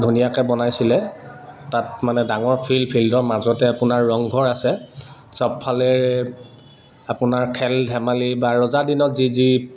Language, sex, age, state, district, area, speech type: Assamese, male, 30-45, Assam, Sivasagar, urban, spontaneous